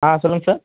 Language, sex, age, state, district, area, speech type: Tamil, male, 18-30, Tamil Nadu, Vellore, rural, conversation